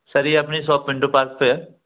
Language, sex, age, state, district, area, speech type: Hindi, female, 18-30, Madhya Pradesh, Gwalior, urban, conversation